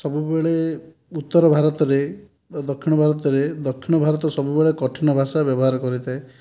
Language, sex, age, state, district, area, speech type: Odia, male, 18-30, Odisha, Dhenkanal, rural, spontaneous